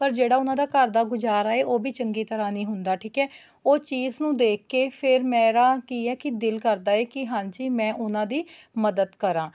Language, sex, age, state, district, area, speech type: Punjabi, female, 30-45, Punjab, Rupnagar, urban, spontaneous